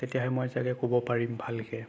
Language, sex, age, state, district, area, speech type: Assamese, male, 30-45, Assam, Sonitpur, rural, spontaneous